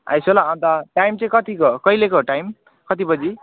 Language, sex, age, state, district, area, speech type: Nepali, male, 18-30, West Bengal, Alipurduar, urban, conversation